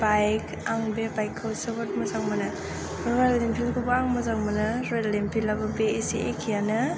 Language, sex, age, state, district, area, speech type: Bodo, female, 18-30, Assam, Chirang, rural, spontaneous